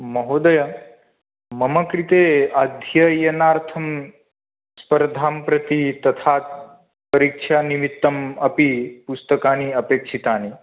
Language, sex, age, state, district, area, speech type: Sanskrit, male, 18-30, Manipur, Kangpokpi, rural, conversation